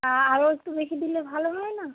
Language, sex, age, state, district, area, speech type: Bengali, female, 45-60, West Bengal, South 24 Parganas, rural, conversation